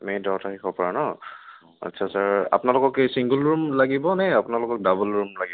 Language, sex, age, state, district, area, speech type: Assamese, male, 30-45, Assam, Kamrup Metropolitan, rural, conversation